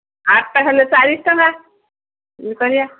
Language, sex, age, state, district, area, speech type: Odia, female, 60+, Odisha, Gajapati, rural, conversation